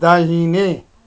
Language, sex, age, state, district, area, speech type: Nepali, male, 60+, West Bengal, Kalimpong, rural, read